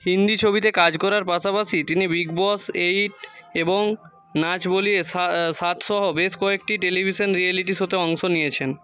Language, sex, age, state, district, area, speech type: Bengali, male, 45-60, West Bengal, Jhargram, rural, read